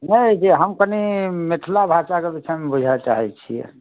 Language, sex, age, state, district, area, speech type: Maithili, male, 30-45, Bihar, Darbhanga, urban, conversation